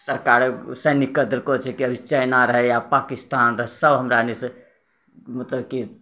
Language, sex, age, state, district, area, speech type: Maithili, male, 60+, Bihar, Purnia, urban, spontaneous